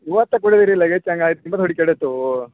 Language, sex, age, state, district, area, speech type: Kannada, male, 30-45, Karnataka, Belgaum, rural, conversation